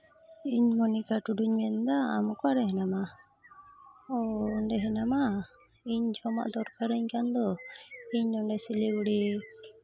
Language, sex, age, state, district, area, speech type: Santali, female, 30-45, West Bengal, Malda, rural, spontaneous